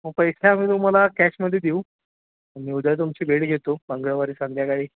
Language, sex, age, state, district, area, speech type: Marathi, male, 18-30, Maharashtra, Kolhapur, urban, conversation